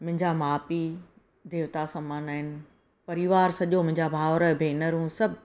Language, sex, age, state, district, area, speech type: Sindhi, female, 45-60, Gujarat, Surat, urban, spontaneous